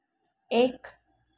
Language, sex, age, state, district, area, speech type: Hindi, female, 30-45, Madhya Pradesh, Chhindwara, urban, read